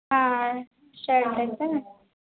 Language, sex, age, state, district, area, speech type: Kannada, female, 18-30, Karnataka, Chitradurga, rural, conversation